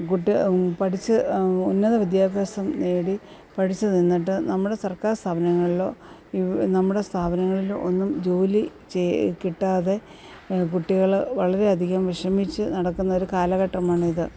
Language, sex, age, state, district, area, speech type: Malayalam, female, 45-60, Kerala, Alappuzha, rural, spontaneous